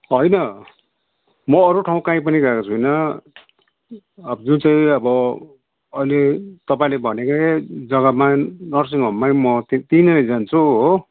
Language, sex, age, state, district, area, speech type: Nepali, male, 60+, West Bengal, Kalimpong, rural, conversation